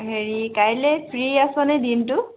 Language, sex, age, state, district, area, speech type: Assamese, female, 18-30, Assam, Tinsukia, urban, conversation